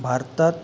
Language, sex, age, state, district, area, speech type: Marathi, male, 45-60, Maharashtra, Palghar, rural, spontaneous